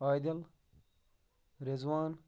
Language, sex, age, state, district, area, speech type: Kashmiri, male, 30-45, Jammu and Kashmir, Baramulla, rural, spontaneous